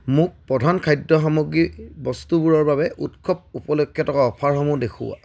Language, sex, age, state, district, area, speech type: Assamese, male, 30-45, Assam, Charaideo, rural, read